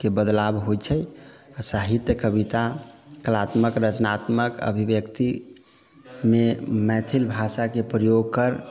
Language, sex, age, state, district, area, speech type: Maithili, male, 45-60, Bihar, Sitamarhi, rural, spontaneous